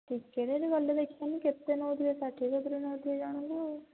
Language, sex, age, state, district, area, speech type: Odia, female, 18-30, Odisha, Rayagada, rural, conversation